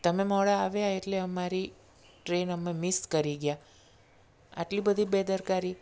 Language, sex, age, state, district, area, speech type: Gujarati, female, 30-45, Gujarat, Anand, urban, spontaneous